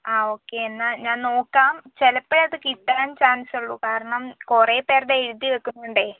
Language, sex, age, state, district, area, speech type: Malayalam, female, 18-30, Kerala, Wayanad, rural, conversation